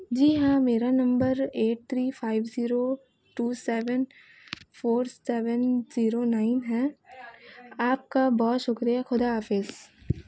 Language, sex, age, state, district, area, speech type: Urdu, female, 18-30, West Bengal, Kolkata, urban, spontaneous